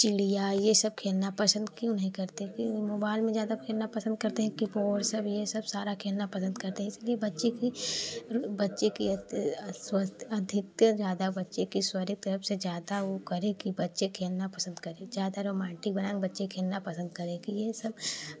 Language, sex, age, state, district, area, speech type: Hindi, female, 18-30, Uttar Pradesh, Prayagraj, rural, spontaneous